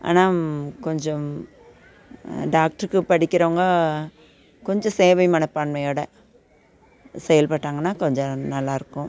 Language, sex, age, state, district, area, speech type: Tamil, female, 45-60, Tamil Nadu, Nagapattinam, urban, spontaneous